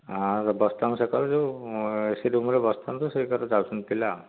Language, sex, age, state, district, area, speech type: Odia, male, 30-45, Odisha, Dhenkanal, rural, conversation